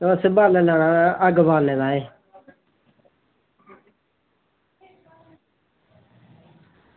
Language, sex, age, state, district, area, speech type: Dogri, male, 18-30, Jammu and Kashmir, Samba, rural, conversation